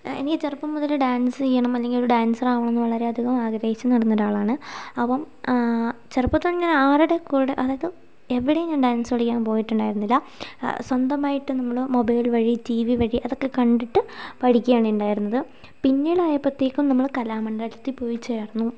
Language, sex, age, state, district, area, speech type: Malayalam, female, 18-30, Kerala, Wayanad, rural, spontaneous